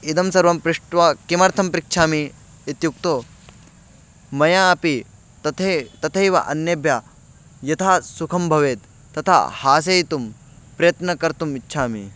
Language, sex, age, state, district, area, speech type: Sanskrit, male, 18-30, Delhi, Central Delhi, urban, spontaneous